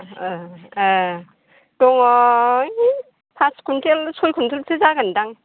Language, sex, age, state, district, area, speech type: Bodo, female, 60+, Assam, Chirang, urban, conversation